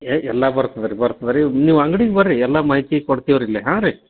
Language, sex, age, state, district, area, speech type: Kannada, male, 45-60, Karnataka, Dharwad, rural, conversation